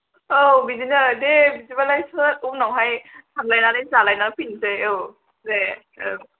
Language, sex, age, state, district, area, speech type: Bodo, female, 18-30, Assam, Chirang, urban, conversation